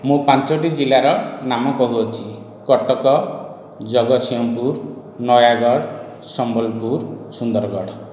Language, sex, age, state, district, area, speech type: Odia, male, 60+, Odisha, Khordha, rural, spontaneous